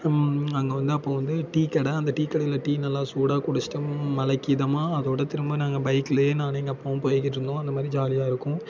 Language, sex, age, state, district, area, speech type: Tamil, male, 18-30, Tamil Nadu, Thanjavur, urban, spontaneous